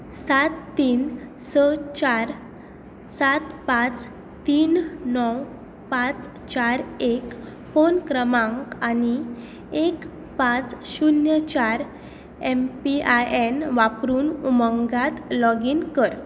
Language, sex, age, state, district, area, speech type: Goan Konkani, female, 18-30, Goa, Tiswadi, rural, read